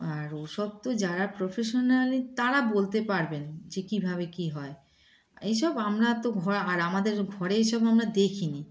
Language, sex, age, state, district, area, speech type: Bengali, female, 45-60, West Bengal, Darjeeling, rural, spontaneous